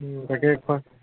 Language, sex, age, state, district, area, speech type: Assamese, male, 30-45, Assam, Tinsukia, rural, conversation